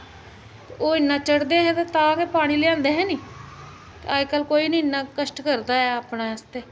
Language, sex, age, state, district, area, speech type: Dogri, female, 30-45, Jammu and Kashmir, Jammu, urban, spontaneous